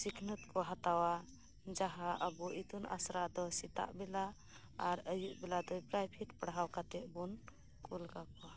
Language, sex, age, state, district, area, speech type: Santali, female, 30-45, West Bengal, Birbhum, rural, spontaneous